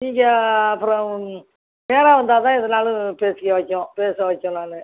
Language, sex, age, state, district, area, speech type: Tamil, female, 60+, Tamil Nadu, Tiruchirappalli, rural, conversation